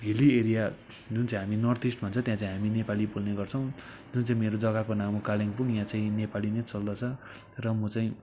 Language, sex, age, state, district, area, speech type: Nepali, male, 18-30, West Bengal, Kalimpong, rural, spontaneous